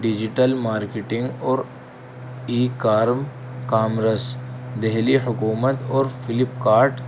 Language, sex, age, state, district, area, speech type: Urdu, male, 18-30, Delhi, North East Delhi, urban, spontaneous